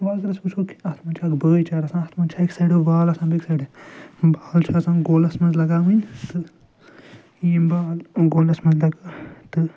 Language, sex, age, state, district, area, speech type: Kashmiri, male, 60+, Jammu and Kashmir, Ganderbal, urban, spontaneous